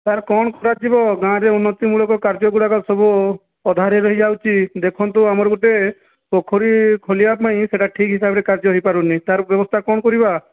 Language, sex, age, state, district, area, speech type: Odia, male, 18-30, Odisha, Nayagarh, rural, conversation